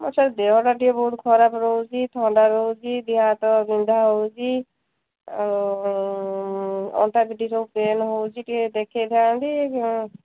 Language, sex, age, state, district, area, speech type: Odia, female, 45-60, Odisha, Angul, rural, conversation